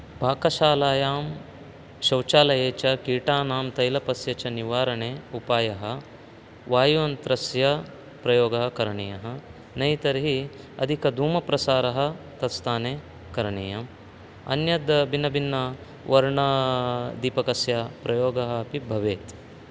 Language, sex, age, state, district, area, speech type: Sanskrit, male, 30-45, Karnataka, Uttara Kannada, rural, spontaneous